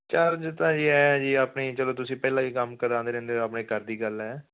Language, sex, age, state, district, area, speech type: Punjabi, male, 18-30, Punjab, Fazilka, rural, conversation